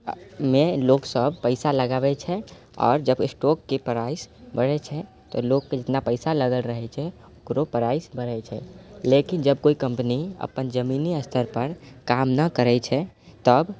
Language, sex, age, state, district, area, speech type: Maithili, male, 18-30, Bihar, Purnia, rural, spontaneous